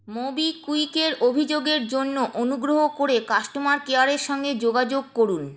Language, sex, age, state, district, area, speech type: Bengali, female, 30-45, West Bengal, Paschim Bardhaman, rural, read